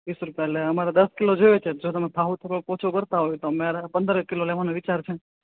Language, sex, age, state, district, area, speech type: Gujarati, male, 18-30, Gujarat, Ahmedabad, urban, conversation